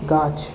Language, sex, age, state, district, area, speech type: Bengali, male, 18-30, West Bengal, Paschim Bardhaman, urban, read